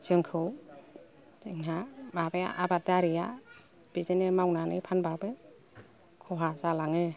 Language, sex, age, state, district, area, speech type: Bodo, female, 60+, Assam, Kokrajhar, rural, spontaneous